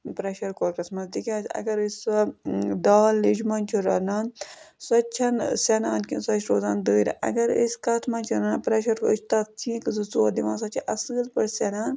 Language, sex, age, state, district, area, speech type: Kashmiri, female, 30-45, Jammu and Kashmir, Budgam, rural, spontaneous